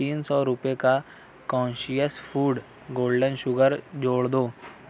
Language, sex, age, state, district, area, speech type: Urdu, male, 60+, Maharashtra, Nashik, urban, read